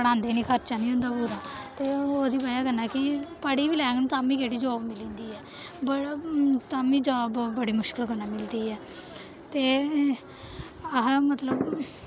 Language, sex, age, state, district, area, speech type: Dogri, female, 18-30, Jammu and Kashmir, Samba, rural, spontaneous